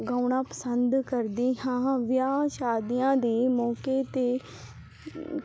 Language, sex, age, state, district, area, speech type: Punjabi, female, 18-30, Punjab, Fazilka, rural, spontaneous